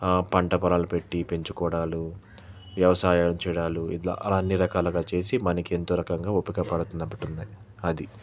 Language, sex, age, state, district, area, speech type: Telugu, male, 30-45, Andhra Pradesh, Krishna, urban, spontaneous